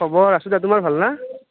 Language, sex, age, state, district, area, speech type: Assamese, male, 18-30, Assam, Nalbari, rural, conversation